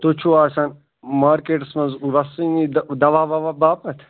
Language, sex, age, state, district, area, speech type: Kashmiri, male, 18-30, Jammu and Kashmir, Bandipora, rural, conversation